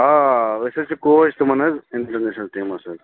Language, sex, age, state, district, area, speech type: Kashmiri, male, 30-45, Jammu and Kashmir, Bandipora, rural, conversation